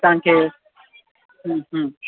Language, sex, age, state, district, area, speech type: Sindhi, male, 18-30, Gujarat, Kutch, rural, conversation